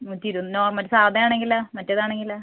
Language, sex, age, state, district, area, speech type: Malayalam, female, 30-45, Kerala, Ernakulam, rural, conversation